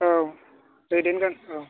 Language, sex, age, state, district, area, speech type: Bodo, male, 30-45, Assam, Chirang, rural, conversation